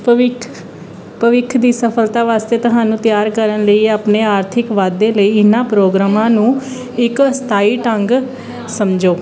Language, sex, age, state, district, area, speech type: Punjabi, female, 30-45, Punjab, Pathankot, rural, read